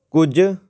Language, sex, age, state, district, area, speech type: Punjabi, male, 18-30, Punjab, Patiala, urban, read